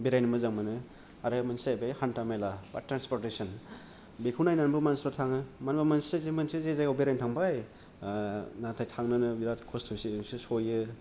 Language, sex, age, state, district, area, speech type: Bodo, male, 30-45, Assam, Kokrajhar, rural, spontaneous